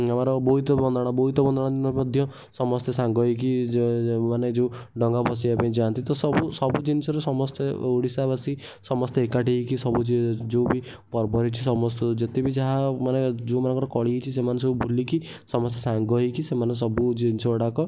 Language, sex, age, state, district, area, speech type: Odia, male, 18-30, Odisha, Kendujhar, urban, spontaneous